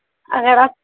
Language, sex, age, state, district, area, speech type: Urdu, female, 18-30, Bihar, Saharsa, rural, conversation